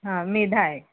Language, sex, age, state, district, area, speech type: Marathi, female, 30-45, Maharashtra, Nagpur, urban, conversation